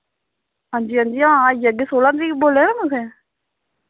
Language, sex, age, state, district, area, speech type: Dogri, female, 30-45, Jammu and Kashmir, Samba, rural, conversation